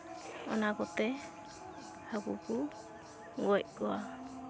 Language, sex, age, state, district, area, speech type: Santali, female, 18-30, West Bengal, Uttar Dinajpur, rural, spontaneous